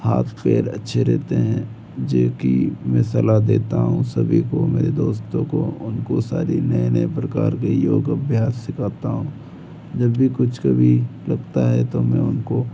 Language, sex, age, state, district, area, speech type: Hindi, male, 18-30, Madhya Pradesh, Bhopal, urban, spontaneous